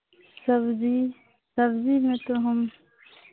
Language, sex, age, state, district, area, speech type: Hindi, female, 45-60, Bihar, Madhepura, rural, conversation